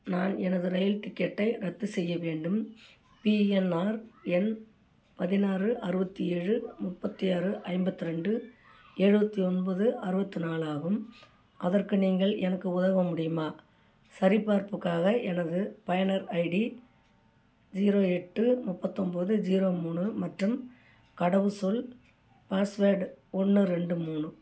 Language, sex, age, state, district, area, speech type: Tamil, female, 60+, Tamil Nadu, Ariyalur, rural, read